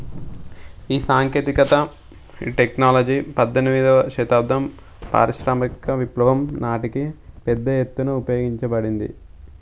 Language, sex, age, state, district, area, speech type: Telugu, male, 18-30, Telangana, Sangareddy, rural, spontaneous